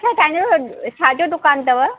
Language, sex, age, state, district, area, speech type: Sindhi, female, 45-60, Maharashtra, Mumbai Suburban, urban, conversation